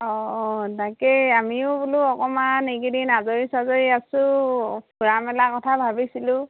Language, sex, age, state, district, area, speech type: Assamese, female, 30-45, Assam, Dhemaji, rural, conversation